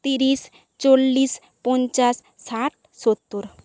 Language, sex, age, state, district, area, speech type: Bengali, female, 18-30, West Bengal, Jhargram, rural, spontaneous